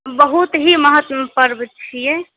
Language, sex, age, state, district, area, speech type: Maithili, female, 18-30, Bihar, Supaul, rural, conversation